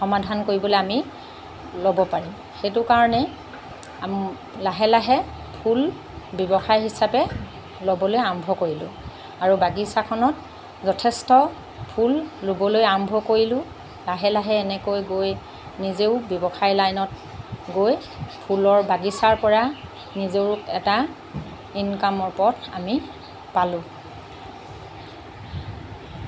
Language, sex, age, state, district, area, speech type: Assamese, female, 45-60, Assam, Lakhimpur, rural, spontaneous